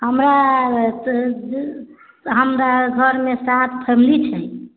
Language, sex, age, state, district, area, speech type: Maithili, female, 30-45, Bihar, Sitamarhi, rural, conversation